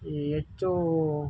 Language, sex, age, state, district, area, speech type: Kannada, male, 18-30, Karnataka, Mysore, rural, spontaneous